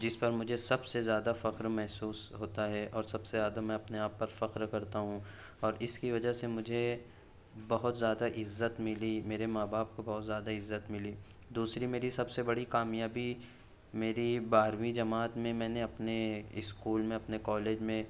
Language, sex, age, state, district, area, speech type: Urdu, male, 60+, Maharashtra, Nashik, urban, spontaneous